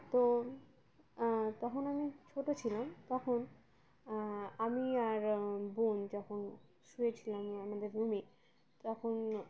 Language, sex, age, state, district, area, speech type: Bengali, female, 18-30, West Bengal, Uttar Dinajpur, urban, spontaneous